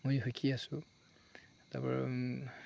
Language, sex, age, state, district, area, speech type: Assamese, male, 18-30, Assam, Charaideo, rural, spontaneous